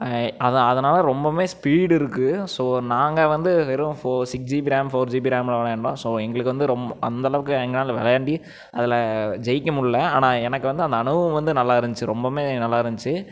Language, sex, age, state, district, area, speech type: Tamil, male, 18-30, Tamil Nadu, Erode, urban, spontaneous